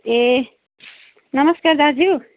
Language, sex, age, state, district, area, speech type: Nepali, female, 30-45, West Bengal, Kalimpong, rural, conversation